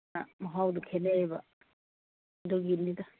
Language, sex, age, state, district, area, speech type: Manipuri, female, 45-60, Manipur, Churachandpur, rural, conversation